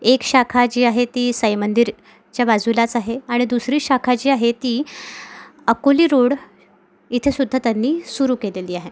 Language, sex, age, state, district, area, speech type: Marathi, female, 18-30, Maharashtra, Amravati, urban, spontaneous